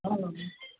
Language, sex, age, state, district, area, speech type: Bodo, female, 45-60, Assam, Chirang, rural, conversation